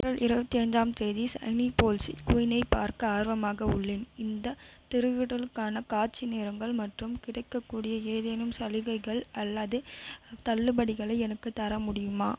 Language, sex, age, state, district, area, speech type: Tamil, female, 18-30, Tamil Nadu, Vellore, urban, read